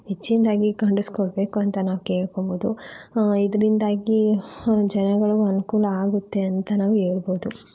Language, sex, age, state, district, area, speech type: Kannada, female, 30-45, Karnataka, Tumkur, rural, spontaneous